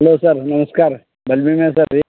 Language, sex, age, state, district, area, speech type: Kannada, male, 60+, Karnataka, Bidar, urban, conversation